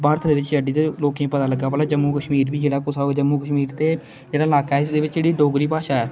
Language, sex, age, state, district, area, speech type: Dogri, male, 18-30, Jammu and Kashmir, Kathua, rural, spontaneous